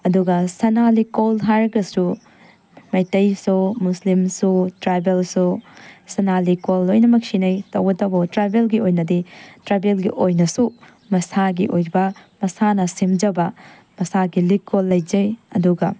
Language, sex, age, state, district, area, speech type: Manipuri, female, 18-30, Manipur, Tengnoupal, rural, spontaneous